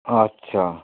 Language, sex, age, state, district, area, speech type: Bengali, male, 60+, West Bengal, Hooghly, rural, conversation